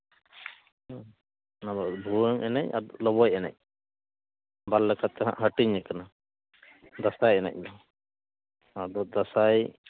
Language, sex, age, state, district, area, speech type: Santali, male, 30-45, West Bengal, Jhargram, rural, conversation